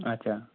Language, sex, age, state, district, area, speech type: Kashmiri, male, 30-45, Jammu and Kashmir, Kupwara, rural, conversation